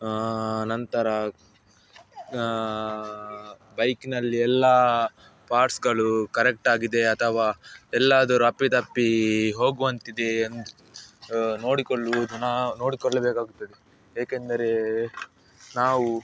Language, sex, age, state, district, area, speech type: Kannada, male, 18-30, Karnataka, Udupi, rural, spontaneous